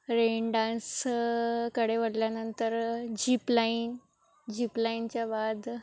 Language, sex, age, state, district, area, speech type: Marathi, female, 18-30, Maharashtra, Wardha, rural, spontaneous